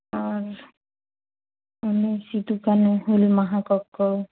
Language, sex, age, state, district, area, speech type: Santali, female, 18-30, West Bengal, Jhargram, rural, conversation